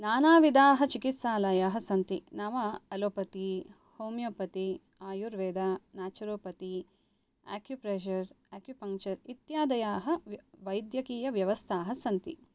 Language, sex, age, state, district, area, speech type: Sanskrit, female, 30-45, Karnataka, Bangalore Urban, urban, spontaneous